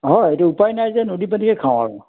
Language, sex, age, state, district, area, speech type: Assamese, male, 60+, Assam, Majuli, urban, conversation